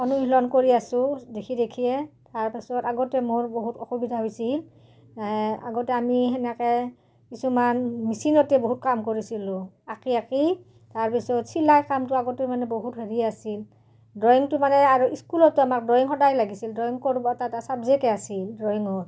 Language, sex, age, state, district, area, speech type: Assamese, female, 45-60, Assam, Udalguri, rural, spontaneous